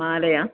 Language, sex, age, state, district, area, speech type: Malayalam, female, 30-45, Kerala, Kasaragod, rural, conversation